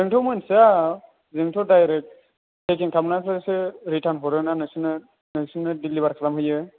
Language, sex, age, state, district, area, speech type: Bodo, male, 18-30, Assam, Chirang, urban, conversation